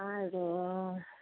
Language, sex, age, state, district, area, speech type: Assamese, female, 45-60, Assam, Sonitpur, urban, conversation